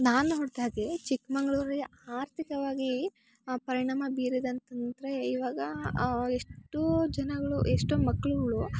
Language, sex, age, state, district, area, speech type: Kannada, female, 18-30, Karnataka, Chikkamagaluru, urban, spontaneous